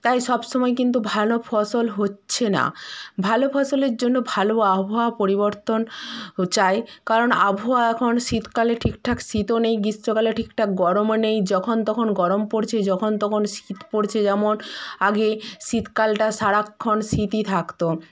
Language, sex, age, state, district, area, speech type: Bengali, female, 60+, West Bengal, Purba Medinipur, rural, spontaneous